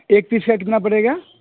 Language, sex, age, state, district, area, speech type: Urdu, male, 18-30, Bihar, Purnia, rural, conversation